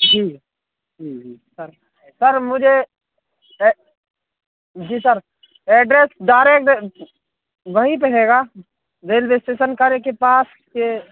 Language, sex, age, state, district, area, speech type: Hindi, male, 18-30, Madhya Pradesh, Hoshangabad, rural, conversation